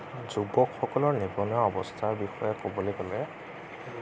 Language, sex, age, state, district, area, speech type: Assamese, male, 18-30, Assam, Nagaon, rural, spontaneous